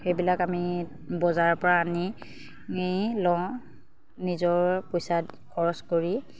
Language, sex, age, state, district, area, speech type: Assamese, female, 30-45, Assam, Charaideo, rural, spontaneous